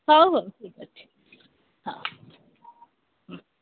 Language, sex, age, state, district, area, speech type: Odia, female, 45-60, Odisha, Sundergarh, rural, conversation